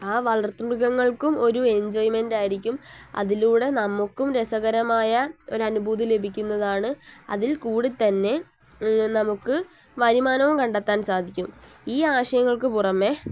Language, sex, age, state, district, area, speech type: Malayalam, female, 18-30, Kerala, Palakkad, rural, spontaneous